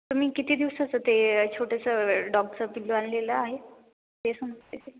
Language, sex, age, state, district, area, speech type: Marathi, female, 18-30, Maharashtra, Ahmednagar, rural, conversation